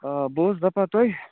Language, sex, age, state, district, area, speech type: Kashmiri, male, 18-30, Jammu and Kashmir, Kupwara, rural, conversation